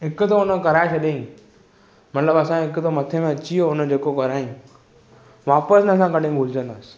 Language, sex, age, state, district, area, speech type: Sindhi, male, 18-30, Maharashtra, Thane, urban, spontaneous